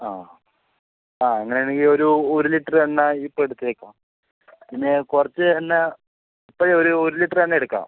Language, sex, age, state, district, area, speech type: Malayalam, male, 60+, Kerala, Palakkad, urban, conversation